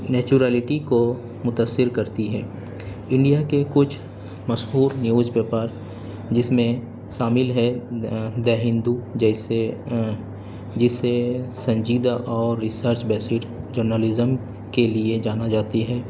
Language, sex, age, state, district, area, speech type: Urdu, male, 30-45, Delhi, North East Delhi, urban, spontaneous